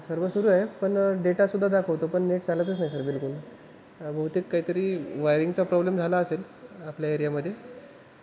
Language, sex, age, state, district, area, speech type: Marathi, male, 18-30, Maharashtra, Wardha, urban, spontaneous